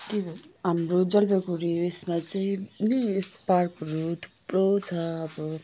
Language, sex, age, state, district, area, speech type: Nepali, female, 45-60, West Bengal, Jalpaiguri, rural, spontaneous